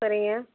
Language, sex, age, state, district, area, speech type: Tamil, female, 30-45, Tamil Nadu, Namakkal, rural, conversation